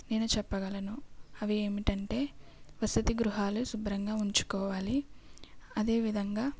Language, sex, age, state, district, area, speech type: Telugu, female, 18-30, Andhra Pradesh, West Godavari, rural, spontaneous